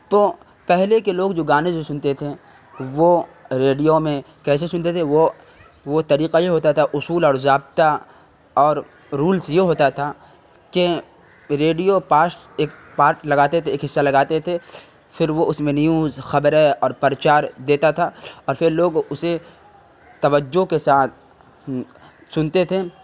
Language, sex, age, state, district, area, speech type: Urdu, male, 30-45, Bihar, Khagaria, rural, spontaneous